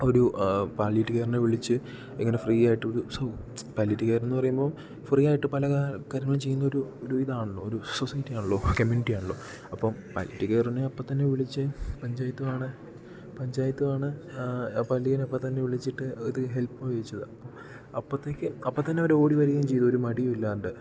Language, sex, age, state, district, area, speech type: Malayalam, male, 18-30, Kerala, Idukki, rural, spontaneous